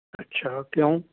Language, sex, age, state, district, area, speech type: Punjabi, male, 60+, Punjab, Fazilka, rural, conversation